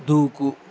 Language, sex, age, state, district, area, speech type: Telugu, male, 18-30, Andhra Pradesh, Anantapur, urban, read